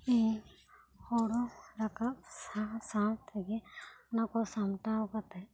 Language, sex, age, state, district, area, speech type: Santali, female, 18-30, West Bengal, Bankura, rural, spontaneous